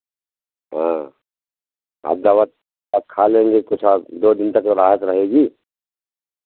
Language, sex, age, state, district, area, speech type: Hindi, male, 60+, Uttar Pradesh, Pratapgarh, rural, conversation